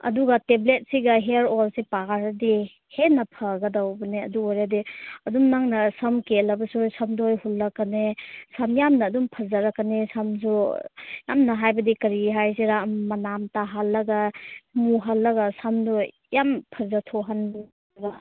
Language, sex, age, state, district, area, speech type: Manipuri, female, 30-45, Manipur, Chandel, rural, conversation